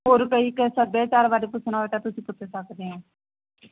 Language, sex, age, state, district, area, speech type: Punjabi, female, 18-30, Punjab, Barnala, rural, conversation